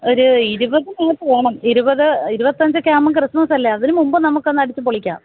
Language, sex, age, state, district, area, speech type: Malayalam, female, 45-60, Kerala, Thiruvananthapuram, urban, conversation